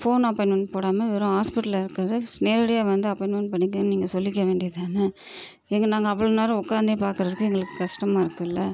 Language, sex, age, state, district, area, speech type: Tamil, female, 30-45, Tamil Nadu, Tiruchirappalli, rural, spontaneous